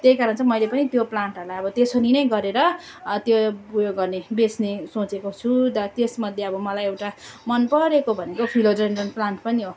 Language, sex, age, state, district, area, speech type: Nepali, female, 30-45, West Bengal, Darjeeling, rural, spontaneous